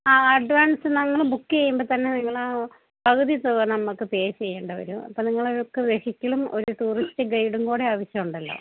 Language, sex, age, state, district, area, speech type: Malayalam, female, 30-45, Kerala, Idukki, rural, conversation